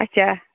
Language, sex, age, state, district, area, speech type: Kashmiri, female, 18-30, Jammu and Kashmir, Ganderbal, rural, conversation